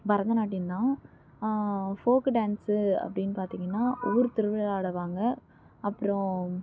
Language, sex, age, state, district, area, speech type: Tamil, female, 18-30, Tamil Nadu, Tiruvannamalai, rural, spontaneous